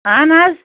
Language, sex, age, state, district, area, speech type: Kashmiri, female, 30-45, Jammu and Kashmir, Budgam, rural, conversation